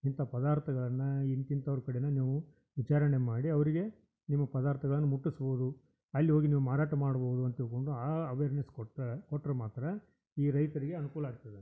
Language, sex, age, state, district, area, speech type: Kannada, male, 60+, Karnataka, Koppal, rural, spontaneous